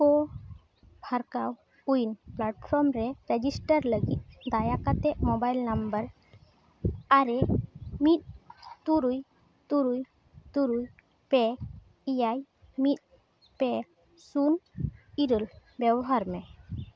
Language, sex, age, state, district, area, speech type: Santali, female, 18-30, West Bengal, Uttar Dinajpur, rural, read